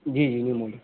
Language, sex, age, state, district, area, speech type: Urdu, male, 18-30, Bihar, Saharsa, rural, conversation